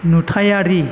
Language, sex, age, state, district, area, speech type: Bodo, male, 30-45, Assam, Chirang, rural, read